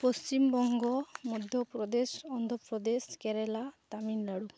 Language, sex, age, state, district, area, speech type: Santali, female, 18-30, West Bengal, Malda, rural, spontaneous